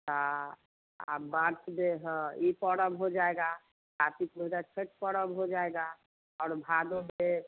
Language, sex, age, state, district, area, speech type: Hindi, female, 45-60, Bihar, Samastipur, rural, conversation